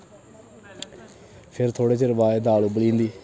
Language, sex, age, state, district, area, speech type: Dogri, male, 18-30, Jammu and Kashmir, Kathua, rural, spontaneous